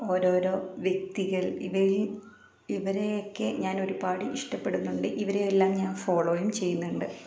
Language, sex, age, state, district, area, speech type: Malayalam, female, 18-30, Kerala, Malappuram, rural, spontaneous